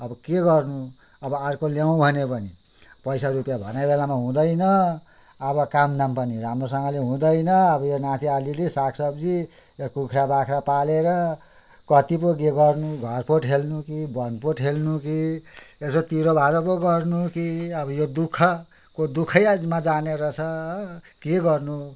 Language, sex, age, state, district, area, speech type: Nepali, male, 60+, West Bengal, Kalimpong, rural, spontaneous